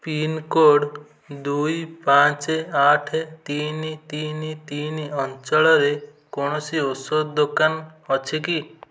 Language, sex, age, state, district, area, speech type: Odia, male, 18-30, Odisha, Kendujhar, urban, read